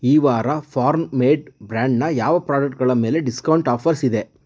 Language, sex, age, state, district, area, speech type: Kannada, male, 30-45, Karnataka, Chitradurga, rural, read